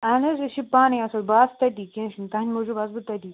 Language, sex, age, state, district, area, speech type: Kashmiri, male, 18-30, Jammu and Kashmir, Kupwara, rural, conversation